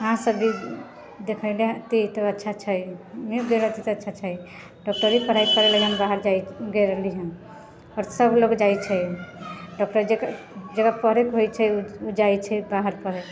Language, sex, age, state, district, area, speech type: Maithili, female, 18-30, Bihar, Sitamarhi, rural, spontaneous